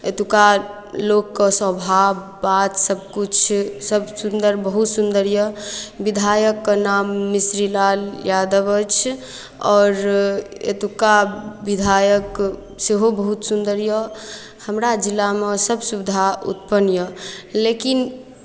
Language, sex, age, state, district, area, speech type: Maithili, female, 18-30, Bihar, Darbhanga, rural, spontaneous